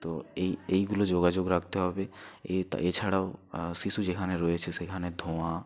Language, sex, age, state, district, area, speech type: Bengali, male, 60+, West Bengal, Purba Medinipur, rural, spontaneous